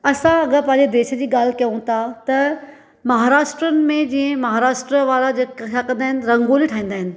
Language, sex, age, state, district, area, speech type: Sindhi, female, 30-45, Maharashtra, Thane, urban, spontaneous